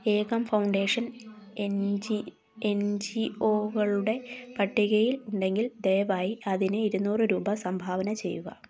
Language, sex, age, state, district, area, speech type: Malayalam, female, 18-30, Kerala, Idukki, rural, read